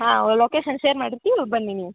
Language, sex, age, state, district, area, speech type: Kannada, female, 18-30, Karnataka, Gadag, urban, conversation